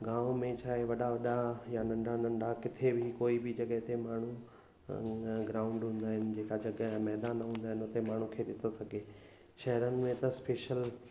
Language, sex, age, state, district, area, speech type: Sindhi, male, 30-45, Gujarat, Kutch, urban, spontaneous